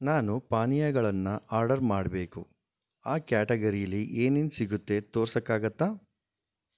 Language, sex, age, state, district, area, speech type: Kannada, male, 30-45, Karnataka, Shimoga, rural, read